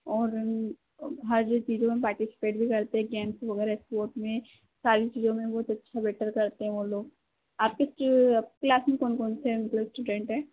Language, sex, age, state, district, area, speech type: Hindi, female, 30-45, Madhya Pradesh, Harda, urban, conversation